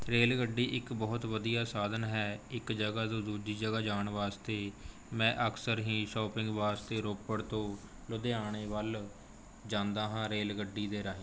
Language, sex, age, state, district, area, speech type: Punjabi, male, 18-30, Punjab, Rupnagar, urban, spontaneous